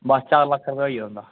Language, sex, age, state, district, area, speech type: Dogri, male, 18-30, Jammu and Kashmir, Kathua, rural, conversation